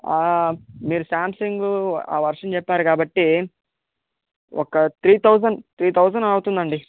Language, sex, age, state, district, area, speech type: Telugu, male, 18-30, Andhra Pradesh, Chittoor, rural, conversation